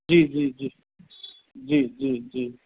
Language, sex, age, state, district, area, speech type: Maithili, male, 30-45, Bihar, Madhubani, rural, conversation